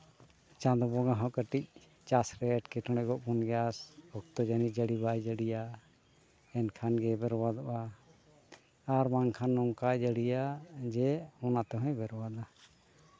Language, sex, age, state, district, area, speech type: Santali, male, 60+, Jharkhand, East Singhbhum, rural, spontaneous